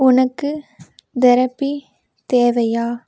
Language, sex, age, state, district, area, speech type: Tamil, female, 30-45, Tamil Nadu, Nilgiris, urban, read